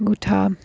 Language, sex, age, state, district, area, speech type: Assamese, female, 60+, Assam, Dibrugarh, rural, spontaneous